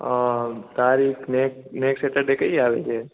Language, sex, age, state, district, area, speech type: Gujarati, male, 18-30, Gujarat, Ahmedabad, urban, conversation